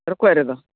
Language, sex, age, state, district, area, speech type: Santali, female, 45-60, West Bengal, Malda, rural, conversation